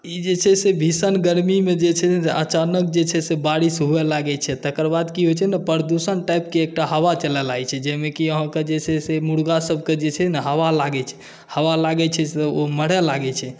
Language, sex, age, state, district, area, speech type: Maithili, male, 30-45, Bihar, Saharsa, rural, spontaneous